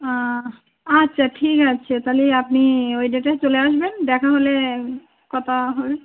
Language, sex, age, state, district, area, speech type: Bengali, female, 18-30, West Bengal, Birbhum, urban, conversation